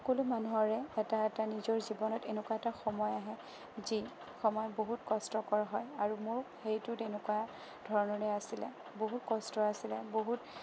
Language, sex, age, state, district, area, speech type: Assamese, female, 18-30, Assam, Sonitpur, urban, spontaneous